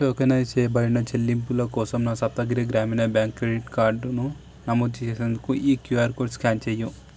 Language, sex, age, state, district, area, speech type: Telugu, male, 18-30, Telangana, Sangareddy, urban, read